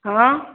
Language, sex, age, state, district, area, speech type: Maithili, female, 18-30, Bihar, Samastipur, rural, conversation